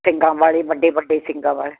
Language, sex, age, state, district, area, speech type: Punjabi, female, 60+, Punjab, Barnala, rural, conversation